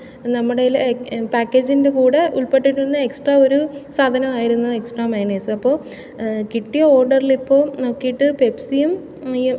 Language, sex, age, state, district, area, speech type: Malayalam, female, 18-30, Kerala, Thiruvananthapuram, urban, spontaneous